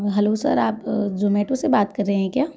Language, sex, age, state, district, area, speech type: Hindi, female, 30-45, Madhya Pradesh, Gwalior, rural, spontaneous